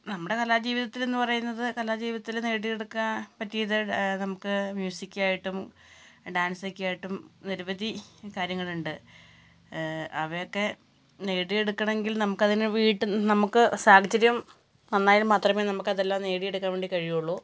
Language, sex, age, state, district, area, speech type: Malayalam, female, 45-60, Kerala, Wayanad, rural, spontaneous